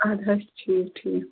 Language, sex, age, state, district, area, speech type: Kashmiri, female, 18-30, Jammu and Kashmir, Pulwama, rural, conversation